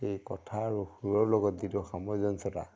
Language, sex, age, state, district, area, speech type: Assamese, male, 60+, Assam, Majuli, urban, spontaneous